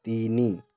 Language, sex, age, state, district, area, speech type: Odia, male, 30-45, Odisha, Ganjam, urban, read